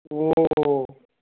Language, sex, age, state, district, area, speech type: Bengali, male, 18-30, West Bengal, Bankura, urban, conversation